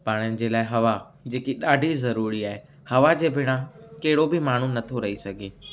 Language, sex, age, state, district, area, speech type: Sindhi, male, 18-30, Gujarat, Kutch, urban, spontaneous